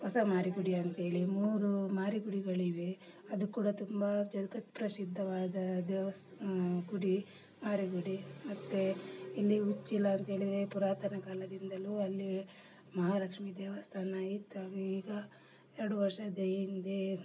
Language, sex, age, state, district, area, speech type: Kannada, female, 45-60, Karnataka, Udupi, rural, spontaneous